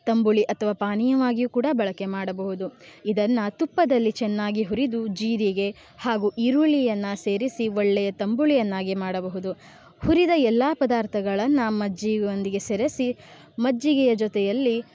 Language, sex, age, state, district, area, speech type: Kannada, female, 18-30, Karnataka, Uttara Kannada, rural, spontaneous